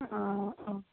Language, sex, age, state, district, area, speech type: Malayalam, female, 45-60, Kerala, Kozhikode, urban, conversation